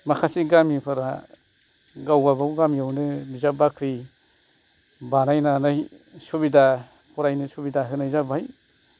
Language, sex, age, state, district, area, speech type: Bodo, male, 45-60, Assam, Kokrajhar, urban, spontaneous